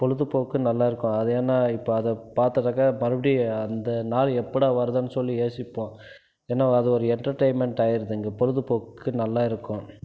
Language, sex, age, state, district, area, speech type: Tamil, male, 30-45, Tamil Nadu, Krishnagiri, rural, spontaneous